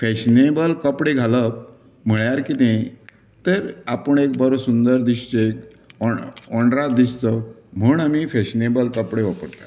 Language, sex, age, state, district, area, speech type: Goan Konkani, male, 60+, Goa, Canacona, rural, spontaneous